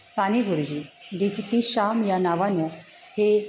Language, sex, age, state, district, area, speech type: Marathi, female, 30-45, Maharashtra, Satara, rural, spontaneous